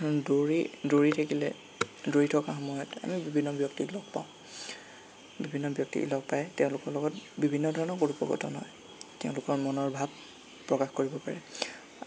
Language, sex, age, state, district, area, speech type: Assamese, male, 18-30, Assam, Lakhimpur, rural, spontaneous